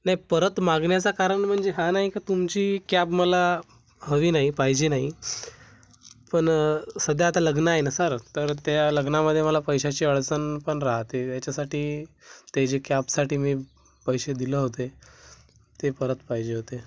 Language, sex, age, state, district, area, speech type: Marathi, male, 18-30, Maharashtra, Gadchiroli, rural, spontaneous